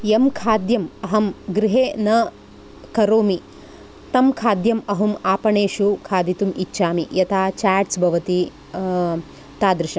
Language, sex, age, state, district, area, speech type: Sanskrit, female, 45-60, Karnataka, Udupi, urban, spontaneous